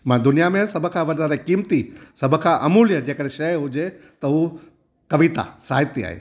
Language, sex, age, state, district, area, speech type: Sindhi, male, 60+, Gujarat, Junagadh, rural, spontaneous